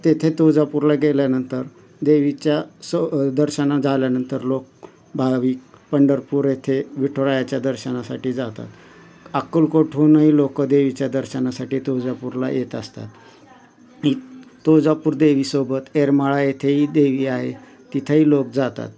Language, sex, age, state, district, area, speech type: Marathi, male, 45-60, Maharashtra, Osmanabad, rural, spontaneous